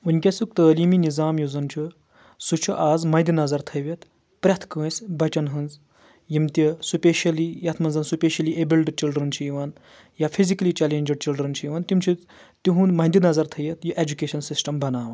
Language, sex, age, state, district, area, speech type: Kashmiri, male, 18-30, Jammu and Kashmir, Anantnag, rural, spontaneous